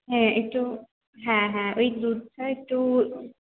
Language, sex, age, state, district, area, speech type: Bengali, female, 18-30, West Bengal, Purba Bardhaman, urban, conversation